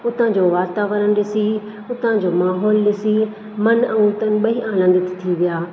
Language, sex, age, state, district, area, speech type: Sindhi, female, 30-45, Maharashtra, Thane, urban, spontaneous